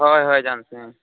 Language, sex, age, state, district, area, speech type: Odia, male, 45-60, Odisha, Nuapada, urban, conversation